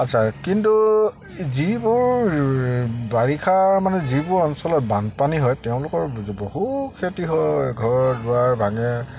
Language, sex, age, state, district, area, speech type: Assamese, male, 45-60, Assam, Charaideo, rural, spontaneous